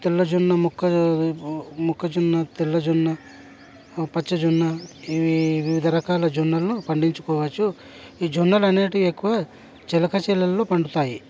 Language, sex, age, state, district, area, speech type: Telugu, male, 30-45, Telangana, Hyderabad, rural, spontaneous